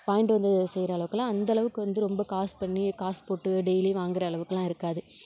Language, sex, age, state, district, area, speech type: Tamil, female, 30-45, Tamil Nadu, Mayiladuthurai, urban, spontaneous